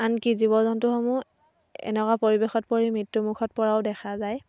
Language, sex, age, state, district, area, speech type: Assamese, female, 18-30, Assam, Dhemaji, rural, spontaneous